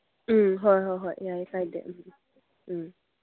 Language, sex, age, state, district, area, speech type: Manipuri, female, 45-60, Manipur, Kangpokpi, rural, conversation